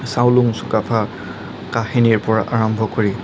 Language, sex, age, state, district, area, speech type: Assamese, male, 18-30, Assam, Nagaon, rural, spontaneous